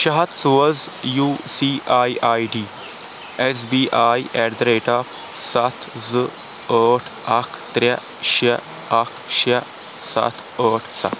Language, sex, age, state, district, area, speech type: Kashmiri, male, 18-30, Jammu and Kashmir, Kulgam, rural, read